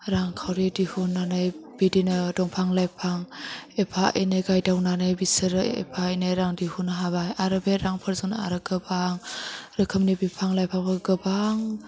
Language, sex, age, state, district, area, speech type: Bodo, female, 30-45, Assam, Chirang, rural, spontaneous